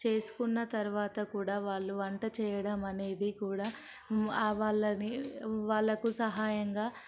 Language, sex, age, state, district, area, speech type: Telugu, female, 45-60, Telangana, Ranga Reddy, urban, spontaneous